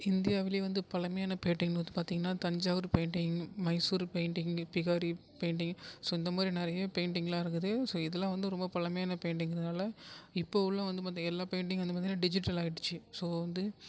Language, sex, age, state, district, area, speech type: Tamil, female, 18-30, Tamil Nadu, Tiruvarur, rural, spontaneous